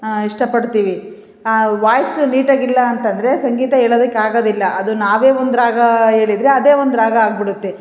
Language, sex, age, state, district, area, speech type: Kannada, female, 45-60, Karnataka, Chitradurga, urban, spontaneous